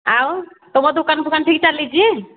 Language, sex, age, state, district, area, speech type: Odia, female, 45-60, Odisha, Angul, rural, conversation